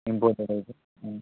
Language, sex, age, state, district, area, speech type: Telugu, male, 18-30, Andhra Pradesh, Anantapur, urban, conversation